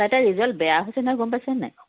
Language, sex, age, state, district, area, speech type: Assamese, female, 45-60, Assam, Sivasagar, urban, conversation